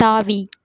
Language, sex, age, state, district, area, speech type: Tamil, female, 30-45, Tamil Nadu, Mayiladuthurai, rural, read